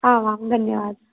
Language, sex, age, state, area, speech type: Sanskrit, female, 30-45, Rajasthan, rural, conversation